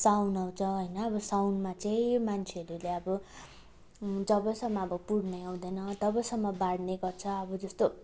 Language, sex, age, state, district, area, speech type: Nepali, female, 18-30, West Bengal, Darjeeling, rural, spontaneous